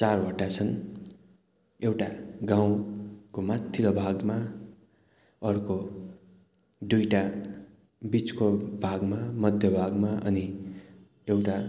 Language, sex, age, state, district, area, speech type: Nepali, male, 30-45, West Bengal, Darjeeling, rural, spontaneous